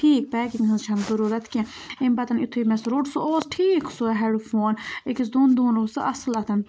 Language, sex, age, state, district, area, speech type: Kashmiri, female, 18-30, Jammu and Kashmir, Baramulla, rural, spontaneous